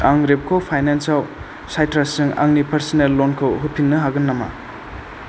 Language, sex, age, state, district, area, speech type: Bodo, male, 30-45, Assam, Kokrajhar, rural, read